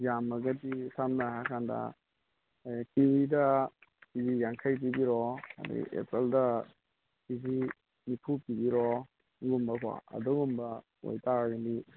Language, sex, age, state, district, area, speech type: Manipuri, male, 45-60, Manipur, Imphal East, rural, conversation